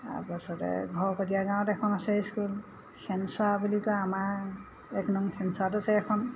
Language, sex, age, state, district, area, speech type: Assamese, female, 60+, Assam, Golaghat, urban, spontaneous